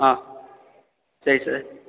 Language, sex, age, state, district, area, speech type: Tamil, male, 18-30, Tamil Nadu, Tiruvarur, rural, conversation